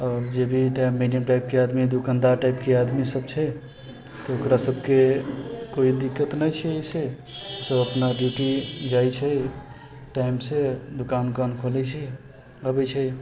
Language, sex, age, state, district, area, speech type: Maithili, male, 18-30, Bihar, Sitamarhi, rural, spontaneous